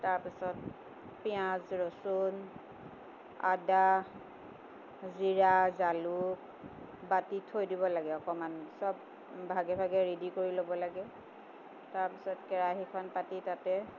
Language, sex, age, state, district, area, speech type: Assamese, female, 45-60, Assam, Tinsukia, urban, spontaneous